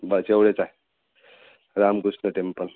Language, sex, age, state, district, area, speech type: Marathi, male, 18-30, Maharashtra, Amravati, urban, conversation